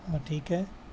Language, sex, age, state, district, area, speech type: Urdu, male, 60+, Bihar, Gaya, rural, spontaneous